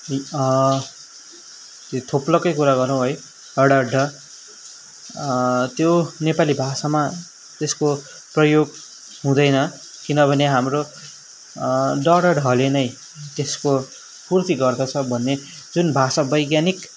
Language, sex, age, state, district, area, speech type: Nepali, male, 18-30, West Bengal, Darjeeling, rural, spontaneous